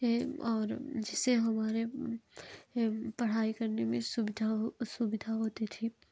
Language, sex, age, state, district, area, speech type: Hindi, female, 18-30, Uttar Pradesh, Jaunpur, urban, spontaneous